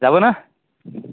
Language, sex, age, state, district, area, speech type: Assamese, male, 18-30, Assam, Barpeta, rural, conversation